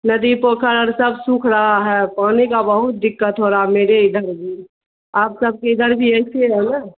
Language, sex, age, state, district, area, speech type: Urdu, female, 45-60, Bihar, Khagaria, rural, conversation